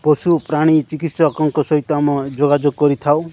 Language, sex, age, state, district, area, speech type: Odia, male, 45-60, Odisha, Nabarangpur, rural, spontaneous